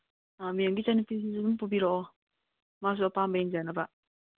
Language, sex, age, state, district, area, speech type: Manipuri, female, 30-45, Manipur, Imphal East, rural, conversation